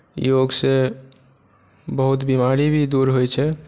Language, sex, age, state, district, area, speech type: Maithili, male, 18-30, Bihar, Supaul, rural, spontaneous